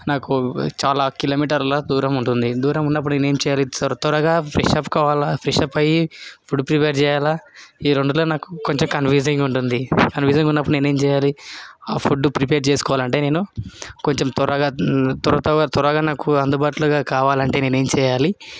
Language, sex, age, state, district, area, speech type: Telugu, male, 18-30, Telangana, Hyderabad, urban, spontaneous